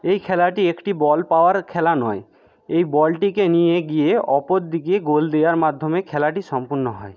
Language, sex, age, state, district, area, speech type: Bengali, male, 60+, West Bengal, Jhargram, rural, spontaneous